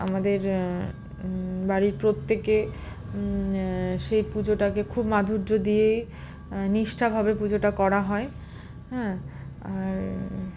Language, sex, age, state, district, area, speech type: Bengali, female, 30-45, West Bengal, Malda, rural, spontaneous